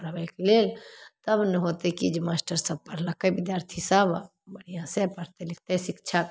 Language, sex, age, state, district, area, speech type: Maithili, female, 30-45, Bihar, Samastipur, rural, spontaneous